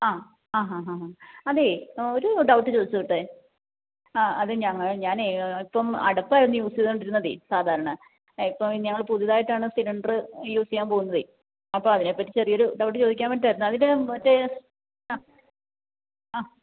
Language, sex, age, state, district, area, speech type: Malayalam, female, 30-45, Kerala, Alappuzha, rural, conversation